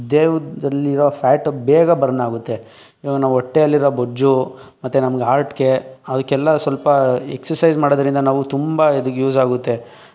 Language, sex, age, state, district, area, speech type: Kannada, male, 18-30, Karnataka, Tumkur, rural, spontaneous